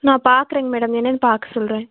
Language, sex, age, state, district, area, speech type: Tamil, female, 18-30, Tamil Nadu, Erode, rural, conversation